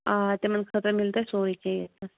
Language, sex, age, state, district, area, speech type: Kashmiri, female, 30-45, Jammu and Kashmir, Shopian, rural, conversation